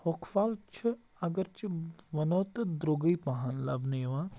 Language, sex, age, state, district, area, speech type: Kashmiri, male, 45-60, Jammu and Kashmir, Baramulla, rural, spontaneous